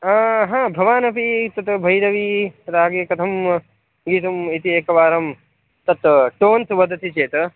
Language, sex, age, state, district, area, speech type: Sanskrit, male, 18-30, Karnataka, Dakshina Kannada, rural, conversation